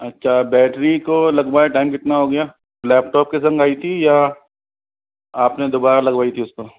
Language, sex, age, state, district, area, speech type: Hindi, male, 60+, Rajasthan, Jaipur, urban, conversation